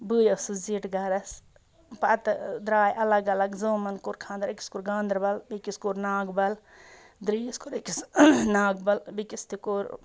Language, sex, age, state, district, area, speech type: Kashmiri, female, 45-60, Jammu and Kashmir, Ganderbal, rural, spontaneous